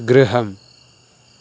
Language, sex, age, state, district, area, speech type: Sanskrit, male, 18-30, Andhra Pradesh, Guntur, rural, read